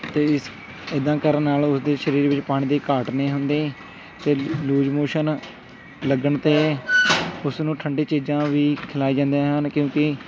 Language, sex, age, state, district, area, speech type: Punjabi, male, 18-30, Punjab, Shaheed Bhagat Singh Nagar, rural, spontaneous